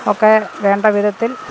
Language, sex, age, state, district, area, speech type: Malayalam, female, 60+, Kerala, Pathanamthitta, rural, spontaneous